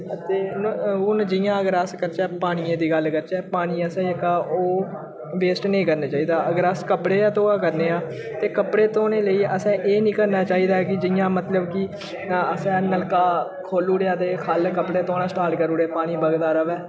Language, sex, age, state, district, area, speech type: Dogri, male, 18-30, Jammu and Kashmir, Udhampur, rural, spontaneous